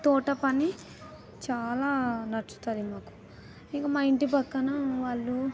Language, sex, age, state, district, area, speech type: Telugu, female, 30-45, Telangana, Vikarabad, rural, spontaneous